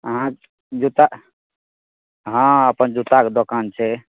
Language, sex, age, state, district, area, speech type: Maithili, male, 45-60, Bihar, Madhepura, rural, conversation